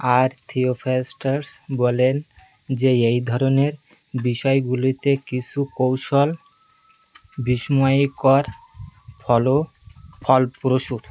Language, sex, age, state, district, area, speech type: Bengali, male, 18-30, West Bengal, Birbhum, urban, read